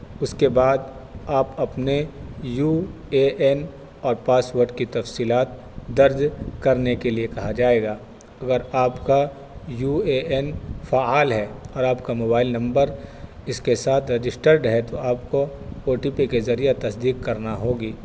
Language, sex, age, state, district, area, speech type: Urdu, male, 30-45, Delhi, North East Delhi, urban, spontaneous